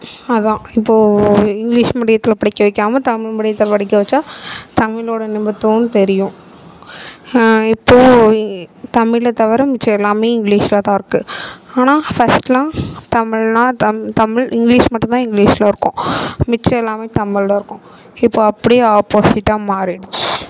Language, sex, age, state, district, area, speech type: Tamil, female, 30-45, Tamil Nadu, Mayiladuthurai, urban, spontaneous